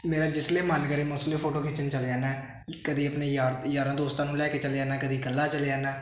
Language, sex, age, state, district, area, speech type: Punjabi, male, 18-30, Punjab, Hoshiarpur, rural, spontaneous